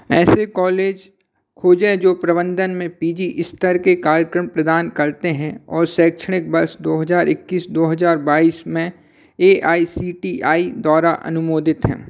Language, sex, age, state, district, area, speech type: Hindi, male, 30-45, Madhya Pradesh, Hoshangabad, urban, read